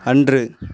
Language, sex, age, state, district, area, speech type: Tamil, male, 18-30, Tamil Nadu, Thoothukudi, rural, read